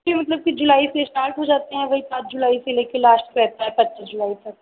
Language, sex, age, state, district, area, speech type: Hindi, female, 45-60, Uttar Pradesh, Sitapur, rural, conversation